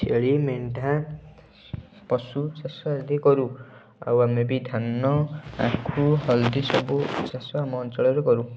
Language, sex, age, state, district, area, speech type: Odia, male, 18-30, Odisha, Kendujhar, urban, spontaneous